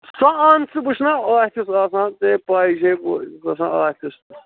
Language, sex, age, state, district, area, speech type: Kashmiri, male, 18-30, Jammu and Kashmir, Budgam, rural, conversation